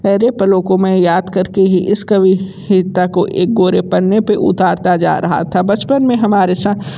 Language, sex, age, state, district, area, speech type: Hindi, male, 18-30, Uttar Pradesh, Sonbhadra, rural, spontaneous